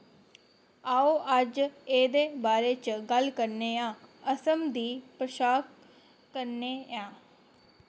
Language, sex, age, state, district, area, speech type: Dogri, female, 30-45, Jammu and Kashmir, Samba, rural, read